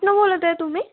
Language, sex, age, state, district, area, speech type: Marathi, female, 18-30, Maharashtra, Yavatmal, urban, conversation